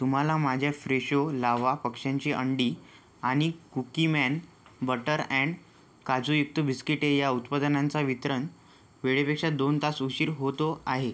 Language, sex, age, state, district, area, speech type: Marathi, male, 18-30, Maharashtra, Yavatmal, rural, read